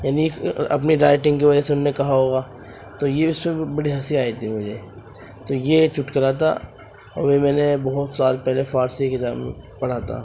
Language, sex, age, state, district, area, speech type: Urdu, male, 18-30, Uttar Pradesh, Ghaziabad, rural, spontaneous